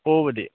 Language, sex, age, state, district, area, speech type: Manipuri, male, 18-30, Manipur, Kakching, rural, conversation